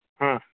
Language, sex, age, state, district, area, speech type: Kannada, male, 30-45, Karnataka, Uttara Kannada, rural, conversation